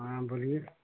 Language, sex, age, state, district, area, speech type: Hindi, male, 45-60, Uttar Pradesh, Ghazipur, rural, conversation